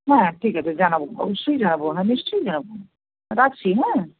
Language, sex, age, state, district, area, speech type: Bengali, female, 60+, West Bengal, South 24 Parganas, rural, conversation